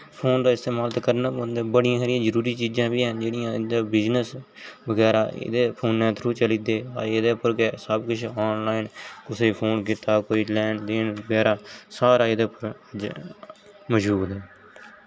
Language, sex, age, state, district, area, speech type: Dogri, male, 18-30, Jammu and Kashmir, Jammu, rural, spontaneous